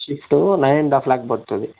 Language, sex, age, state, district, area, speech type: Telugu, male, 60+, Andhra Pradesh, Chittoor, rural, conversation